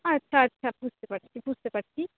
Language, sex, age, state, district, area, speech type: Bengali, female, 18-30, West Bengal, Uttar Dinajpur, urban, conversation